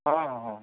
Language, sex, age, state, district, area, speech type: Odia, male, 45-60, Odisha, Kandhamal, rural, conversation